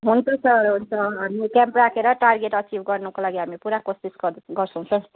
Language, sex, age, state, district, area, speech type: Nepali, female, 30-45, West Bengal, Kalimpong, rural, conversation